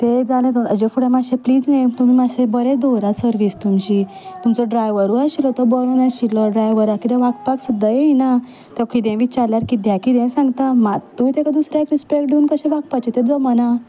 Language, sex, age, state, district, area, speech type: Goan Konkani, female, 30-45, Goa, Ponda, rural, spontaneous